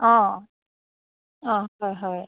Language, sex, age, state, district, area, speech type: Assamese, female, 30-45, Assam, Sivasagar, rural, conversation